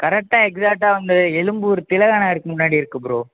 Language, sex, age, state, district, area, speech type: Tamil, male, 18-30, Tamil Nadu, Madurai, rural, conversation